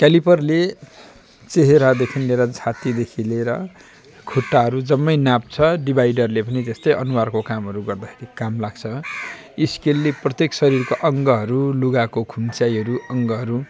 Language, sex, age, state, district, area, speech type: Nepali, male, 45-60, West Bengal, Jalpaiguri, rural, spontaneous